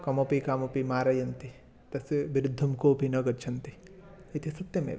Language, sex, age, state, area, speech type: Sanskrit, male, 18-30, Assam, rural, spontaneous